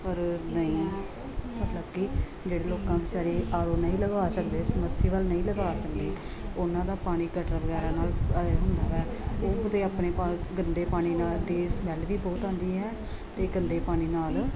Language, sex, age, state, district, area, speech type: Punjabi, female, 30-45, Punjab, Gurdaspur, urban, spontaneous